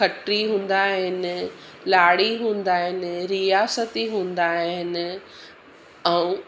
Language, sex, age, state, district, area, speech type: Sindhi, female, 45-60, Gujarat, Surat, urban, spontaneous